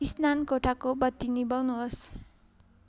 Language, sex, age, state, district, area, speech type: Nepali, female, 45-60, West Bengal, Darjeeling, rural, read